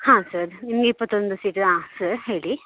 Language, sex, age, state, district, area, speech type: Kannada, female, 18-30, Karnataka, Dakshina Kannada, rural, conversation